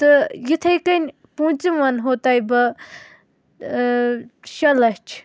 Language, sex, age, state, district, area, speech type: Kashmiri, female, 18-30, Jammu and Kashmir, Pulwama, rural, spontaneous